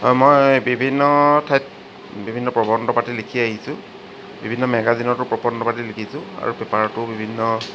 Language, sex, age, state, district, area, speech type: Assamese, male, 60+, Assam, Charaideo, rural, spontaneous